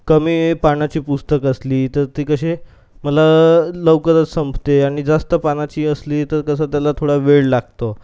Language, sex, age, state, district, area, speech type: Marathi, male, 30-45, Maharashtra, Nagpur, urban, spontaneous